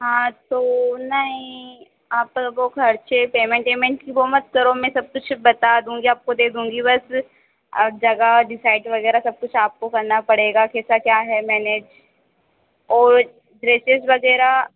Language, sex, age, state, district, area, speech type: Hindi, female, 18-30, Madhya Pradesh, Harda, rural, conversation